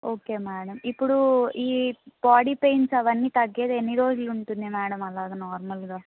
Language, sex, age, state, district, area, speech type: Telugu, female, 30-45, Andhra Pradesh, Guntur, urban, conversation